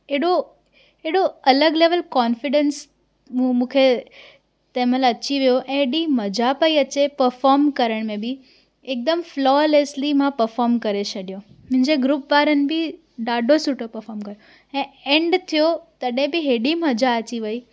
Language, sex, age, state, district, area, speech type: Sindhi, female, 18-30, Gujarat, Surat, urban, spontaneous